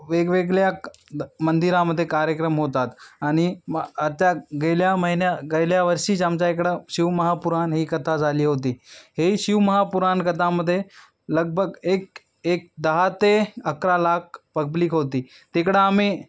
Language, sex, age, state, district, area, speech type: Marathi, male, 18-30, Maharashtra, Nanded, urban, spontaneous